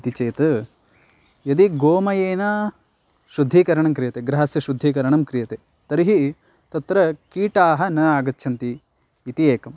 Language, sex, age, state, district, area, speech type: Sanskrit, male, 18-30, Karnataka, Belgaum, rural, spontaneous